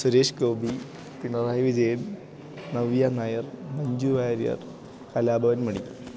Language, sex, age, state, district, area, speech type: Malayalam, male, 18-30, Kerala, Idukki, rural, spontaneous